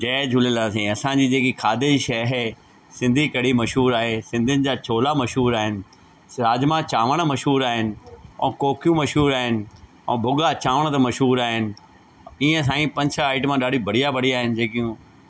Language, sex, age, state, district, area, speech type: Sindhi, male, 45-60, Delhi, South Delhi, urban, spontaneous